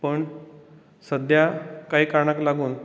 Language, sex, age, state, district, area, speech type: Goan Konkani, male, 45-60, Goa, Bardez, rural, spontaneous